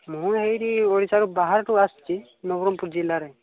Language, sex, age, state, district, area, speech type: Odia, male, 18-30, Odisha, Nabarangpur, urban, conversation